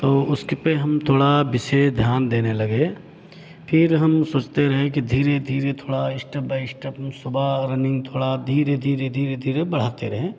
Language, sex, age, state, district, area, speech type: Hindi, male, 45-60, Uttar Pradesh, Hardoi, rural, spontaneous